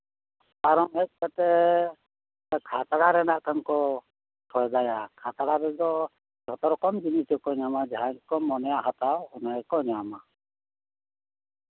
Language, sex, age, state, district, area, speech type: Santali, male, 60+, West Bengal, Bankura, rural, conversation